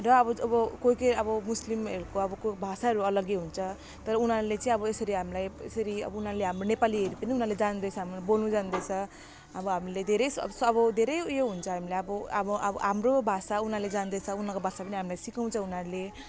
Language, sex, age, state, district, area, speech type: Nepali, female, 30-45, West Bengal, Jalpaiguri, rural, spontaneous